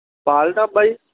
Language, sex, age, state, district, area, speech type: Punjabi, male, 18-30, Punjab, Mohali, rural, conversation